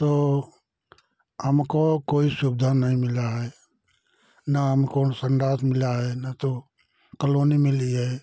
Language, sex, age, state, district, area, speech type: Hindi, male, 60+, Uttar Pradesh, Jaunpur, rural, spontaneous